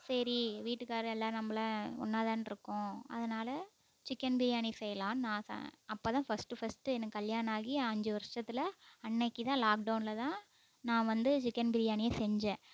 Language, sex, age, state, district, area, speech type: Tamil, female, 18-30, Tamil Nadu, Namakkal, rural, spontaneous